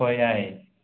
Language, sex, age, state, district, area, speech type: Manipuri, male, 30-45, Manipur, Imphal West, rural, conversation